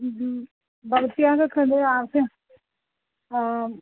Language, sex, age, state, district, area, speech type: Sanskrit, female, 30-45, Kerala, Thiruvananthapuram, urban, conversation